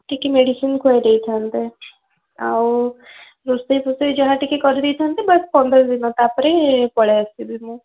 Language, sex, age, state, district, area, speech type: Odia, female, 18-30, Odisha, Cuttack, urban, conversation